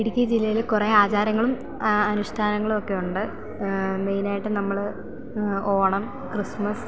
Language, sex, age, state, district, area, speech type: Malayalam, female, 18-30, Kerala, Idukki, rural, spontaneous